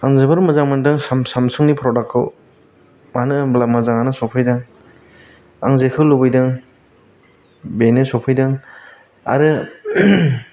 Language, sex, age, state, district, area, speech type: Bodo, male, 18-30, Assam, Kokrajhar, rural, spontaneous